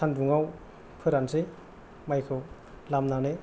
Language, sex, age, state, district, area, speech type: Bodo, male, 18-30, Assam, Kokrajhar, rural, spontaneous